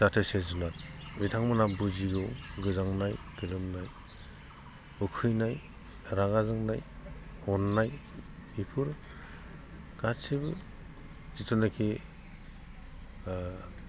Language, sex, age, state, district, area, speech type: Bodo, male, 30-45, Assam, Udalguri, urban, spontaneous